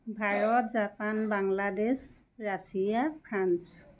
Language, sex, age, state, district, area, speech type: Assamese, female, 60+, Assam, Lakhimpur, urban, spontaneous